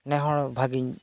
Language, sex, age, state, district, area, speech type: Santali, male, 30-45, West Bengal, Birbhum, rural, spontaneous